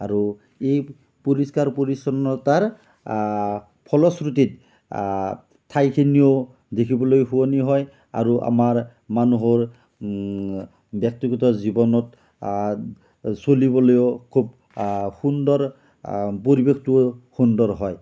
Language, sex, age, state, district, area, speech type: Assamese, male, 45-60, Assam, Nalbari, rural, spontaneous